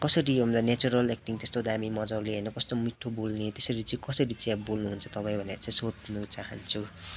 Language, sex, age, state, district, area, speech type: Nepali, male, 18-30, West Bengal, Darjeeling, rural, spontaneous